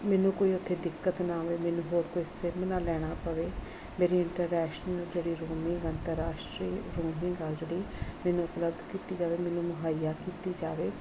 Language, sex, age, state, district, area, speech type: Punjabi, female, 30-45, Punjab, Barnala, rural, spontaneous